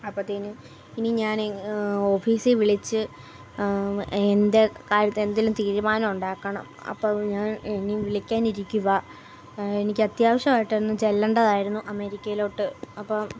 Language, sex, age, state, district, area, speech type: Malayalam, female, 18-30, Kerala, Kottayam, rural, spontaneous